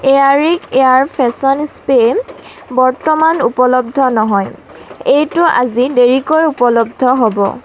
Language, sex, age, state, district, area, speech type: Assamese, female, 18-30, Assam, Lakhimpur, rural, read